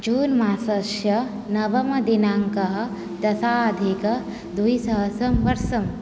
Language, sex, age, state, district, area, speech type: Sanskrit, female, 18-30, Odisha, Cuttack, rural, spontaneous